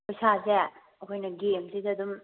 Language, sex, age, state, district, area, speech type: Manipuri, female, 30-45, Manipur, Kangpokpi, urban, conversation